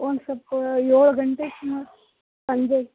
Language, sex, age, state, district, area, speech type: Kannada, female, 18-30, Karnataka, Dharwad, urban, conversation